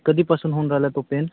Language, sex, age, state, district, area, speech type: Marathi, male, 30-45, Maharashtra, Gadchiroli, rural, conversation